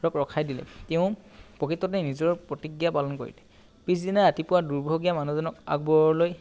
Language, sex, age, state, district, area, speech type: Assamese, male, 18-30, Assam, Tinsukia, urban, spontaneous